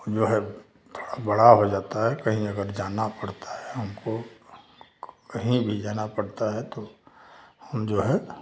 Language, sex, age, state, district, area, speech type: Hindi, male, 60+, Uttar Pradesh, Chandauli, rural, spontaneous